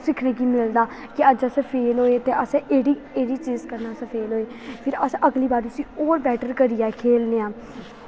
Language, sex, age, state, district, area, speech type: Dogri, female, 18-30, Jammu and Kashmir, Kathua, rural, spontaneous